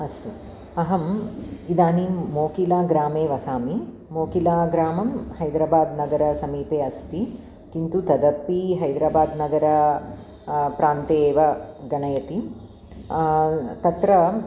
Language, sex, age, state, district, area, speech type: Sanskrit, female, 45-60, Andhra Pradesh, Krishna, urban, spontaneous